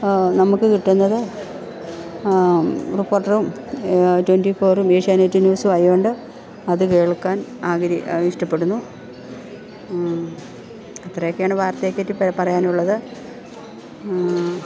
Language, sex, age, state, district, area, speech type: Malayalam, female, 45-60, Kerala, Idukki, rural, spontaneous